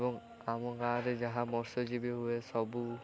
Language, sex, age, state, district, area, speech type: Odia, male, 18-30, Odisha, Koraput, urban, spontaneous